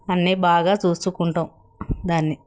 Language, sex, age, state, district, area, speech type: Telugu, female, 60+, Telangana, Jagtial, rural, spontaneous